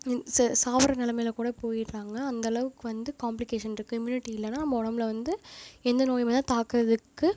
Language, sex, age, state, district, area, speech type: Tamil, female, 30-45, Tamil Nadu, Ariyalur, rural, spontaneous